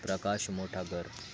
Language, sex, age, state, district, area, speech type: Marathi, male, 18-30, Maharashtra, Thane, urban, read